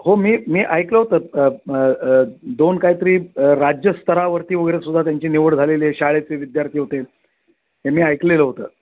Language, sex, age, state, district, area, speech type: Marathi, male, 60+, Maharashtra, Thane, urban, conversation